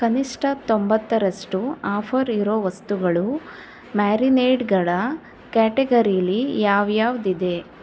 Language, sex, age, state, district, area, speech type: Kannada, female, 18-30, Karnataka, Chamarajanagar, rural, read